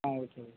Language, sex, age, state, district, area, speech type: Tamil, male, 18-30, Tamil Nadu, Tenkasi, urban, conversation